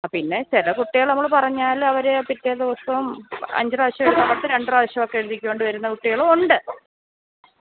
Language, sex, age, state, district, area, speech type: Malayalam, female, 30-45, Kerala, Kollam, rural, conversation